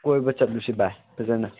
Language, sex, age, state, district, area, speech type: Manipuri, male, 18-30, Manipur, Chandel, rural, conversation